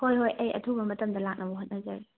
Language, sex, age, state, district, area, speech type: Manipuri, female, 30-45, Manipur, Thoubal, rural, conversation